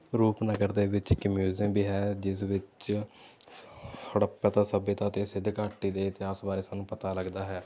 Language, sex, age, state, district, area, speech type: Punjabi, male, 18-30, Punjab, Rupnagar, rural, spontaneous